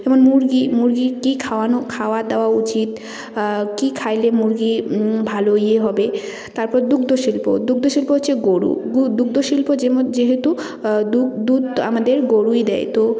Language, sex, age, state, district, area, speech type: Bengali, female, 18-30, West Bengal, Jalpaiguri, rural, spontaneous